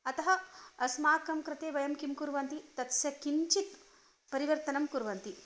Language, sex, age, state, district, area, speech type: Sanskrit, female, 30-45, Karnataka, Shimoga, rural, spontaneous